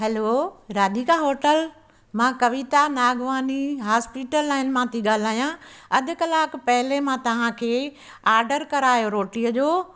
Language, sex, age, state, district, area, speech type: Sindhi, female, 60+, Madhya Pradesh, Katni, urban, spontaneous